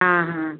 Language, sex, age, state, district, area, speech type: Hindi, female, 45-60, Uttar Pradesh, Lucknow, rural, conversation